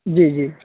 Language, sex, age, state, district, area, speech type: Urdu, male, 18-30, Uttar Pradesh, Saharanpur, urban, conversation